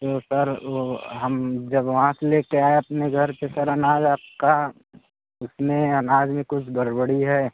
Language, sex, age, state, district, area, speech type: Hindi, male, 18-30, Uttar Pradesh, Mirzapur, rural, conversation